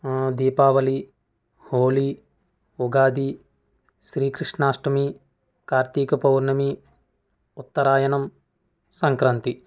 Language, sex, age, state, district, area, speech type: Telugu, male, 45-60, Andhra Pradesh, Konaseema, rural, spontaneous